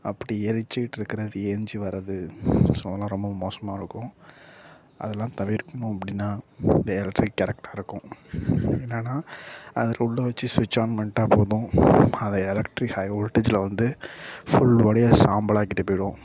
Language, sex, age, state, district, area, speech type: Tamil, male, 18-30, Tamil Nadu, Nagapattinam, rural, spontaneous